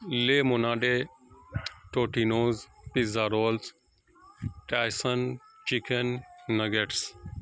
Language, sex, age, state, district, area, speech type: Urdu, male, 18-30, Bihar, Saharsa, rural, spontaneous